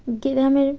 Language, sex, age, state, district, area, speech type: Bengali, female, 18-30, West Bengal, Birbhum, urban, spontaneous